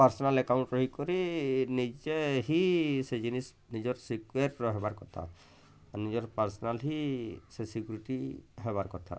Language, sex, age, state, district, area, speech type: Odia, male, 45-60, Odisha, Bargarh, urban, spontaneous